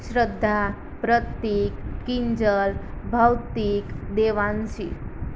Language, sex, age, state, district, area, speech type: Gujarati, female, 18-30, Gujarat, Ahmedabad, urban, spontaneous